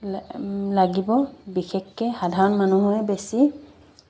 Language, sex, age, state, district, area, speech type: Assamese, female, 30-45, Assam, Dibrugarh, rural, spontaneous